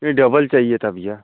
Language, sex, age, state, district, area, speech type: Hindi, male, 45-60, Uttar Pradesh, Bhadohi, urban, conversation